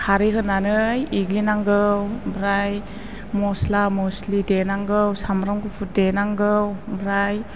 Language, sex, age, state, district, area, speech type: Bodo, female, 45-60, Assam, Chirang, urban, spontaneous